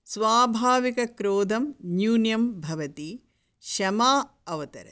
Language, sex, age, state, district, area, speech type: Sanskrit, female, 60+, Karnataka, Bangalore Urban, urban, spontaneous